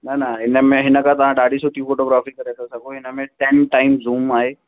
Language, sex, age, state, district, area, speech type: Sindhi, male, 18-30, Delhi, South Delhi, urban, conversation